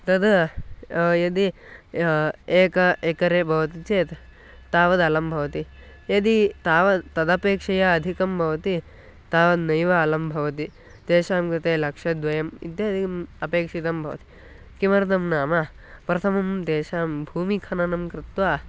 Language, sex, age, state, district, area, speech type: Sanskrit, male, 18-30, Karnataka, Tumkur, urban, spontaneous